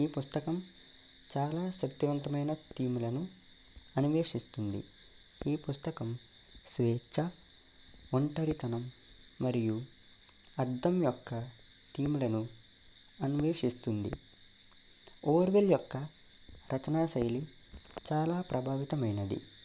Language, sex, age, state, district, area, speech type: Telugu, male, 18-30, Andhra Pradesh, Eluru, urban, spontaneous